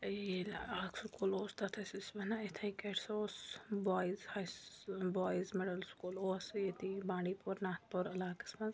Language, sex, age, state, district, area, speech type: Kashmiri, female, 18-30, Jammu and Kashmir, Bandipora, rural, spontaneous